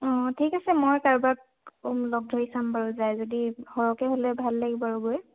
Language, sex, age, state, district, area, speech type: Assamese, female, 18-30, Assam, Lakhimpur, rural, conversation